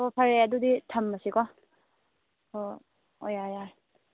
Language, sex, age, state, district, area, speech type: Manipuri, female, 18-30, Manipur, Churachandpur, rural, conversation